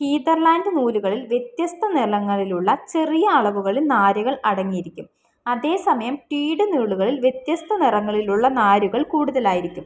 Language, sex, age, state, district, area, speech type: Malayalam, female, 18-30, Kerala, Palakkad, rural, spontaneous